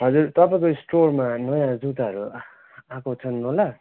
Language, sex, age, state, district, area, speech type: Nepali, male, 18-30, West Bengal, Darjeeling, rural, conversation